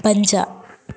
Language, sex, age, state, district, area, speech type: Sanskrit, female, 18-30, Kerala, Kottayam, rural, read